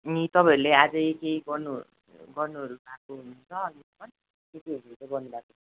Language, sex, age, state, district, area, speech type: Nepali, male, 18-30, West Bengal, Darjeeling, rural, conversation